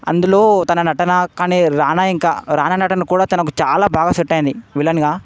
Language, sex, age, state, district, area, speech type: Telugu, male, 18-30, Telangana, Hyderabad, urban, spontaneous